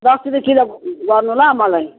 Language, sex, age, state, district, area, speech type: Nepali, female, 60+, West Bengal, Jalpaiguri, rural, conversation